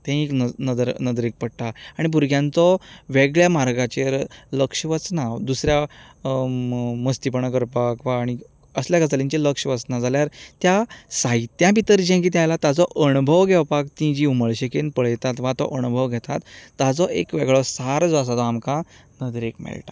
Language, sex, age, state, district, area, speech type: Goan Konkani, male, 30-45, Goa, Canacona, rural, spontaneous